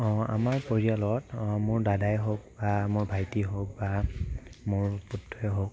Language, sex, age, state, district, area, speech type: Assamese, male, 30-45, Assam, Morigaon, rural, spontaneous